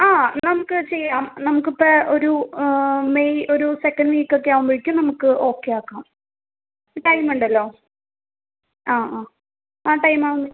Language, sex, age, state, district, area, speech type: Malayalam, female, 18-30, Kerala, Ernakulam, rural, conversation